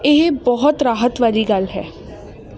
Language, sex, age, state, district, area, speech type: Punjabi, female, 18-30, Punjab, Ludhiana, urban, read